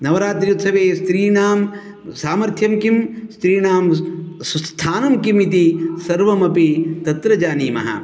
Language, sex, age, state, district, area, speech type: Sanskrit, male, 45-60, Karnataka, Shimoga, rural, spontaneous